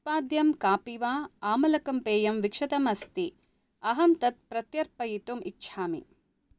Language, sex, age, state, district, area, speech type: Sanskrit, female, 30-45, Karnataka, Bangalore Urban, urban, read